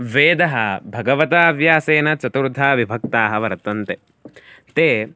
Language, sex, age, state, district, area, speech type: Sanskrit, male, 18-30, Karnataka, Davanagere, rural, spontaneous